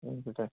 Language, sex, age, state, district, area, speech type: Malayalam, male, 18-30, Kerala, Wayanad, rural, conversation